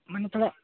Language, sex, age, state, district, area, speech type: Santali, male, 18-30, West Bengal, Malda, rural, conversation